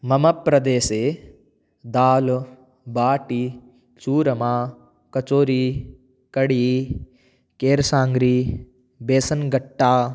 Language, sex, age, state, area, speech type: Sanskrit, male, 18-30, Rajasthan, rural, spontaneous